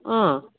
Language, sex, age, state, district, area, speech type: Kannada, female, 30-45, Karnataka, Mandya, rural, conversation